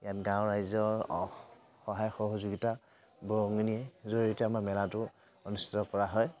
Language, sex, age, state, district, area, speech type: Assamese, male, 45-60, Assam, Nagaon, rural, spontaneous